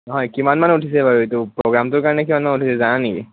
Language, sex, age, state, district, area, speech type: Assamese, male, 18-30, Assam, Udalguri, rural, conversation